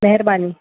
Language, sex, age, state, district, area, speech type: Sindhi, female, 30-45, Maharashtra, Thane, urban, conversation